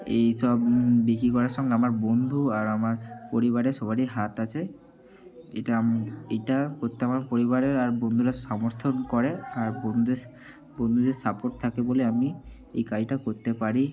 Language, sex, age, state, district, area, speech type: Bengali, male, 30-45, West Bengal, Bankura, urban, spontaneous